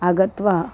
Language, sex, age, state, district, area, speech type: Sanskrit, female, 45-60, Maharashtra, Nagpur, urban, spontaneous